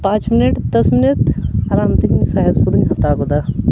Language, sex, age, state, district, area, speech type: Santali, male, 30-45, Jharkhand, Bokaro, rural, spontaneous